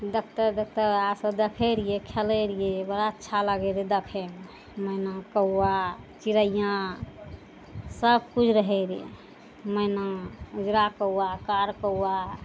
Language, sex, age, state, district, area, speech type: Maithili, female, 45-60, Bihar, Araria, urban, spontaneous